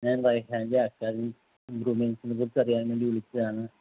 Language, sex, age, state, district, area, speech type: Malayalam, male, 30-45, Kerala, Ernakulam, rural, conversation